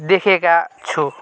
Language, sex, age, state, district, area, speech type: Nepali, male, 18-30, West Bengal, Kalimpong, rural, spontaneous